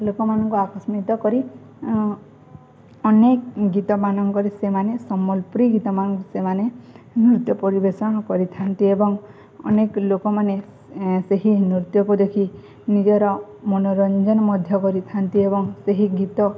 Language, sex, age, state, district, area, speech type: Odia, female, 18-30, Odisha, Balangir, urban, spontaneous